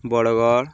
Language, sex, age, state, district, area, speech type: Odia, male, 18-30, Odisha, Balangir, urban, spontaneous